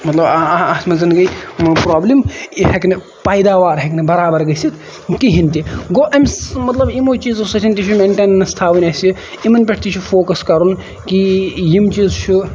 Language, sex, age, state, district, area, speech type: Kashmiri, male, 18-30, Jammu and Kashmir, Ganderbal, rural, spontaneous